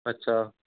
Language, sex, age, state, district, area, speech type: Dogri, male, 30-45, Jammu and Kashmir, Reasi, urban, conversation